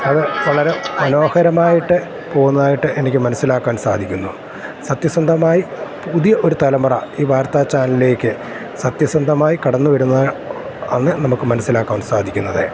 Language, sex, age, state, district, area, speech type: Malayalam, male, 45-60, Kerala, Kottayam, urban, spontaneous